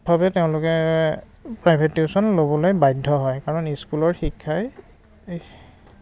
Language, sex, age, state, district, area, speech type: Assamese, male, 30-45, Assam, Goalpara, urban, spontaneous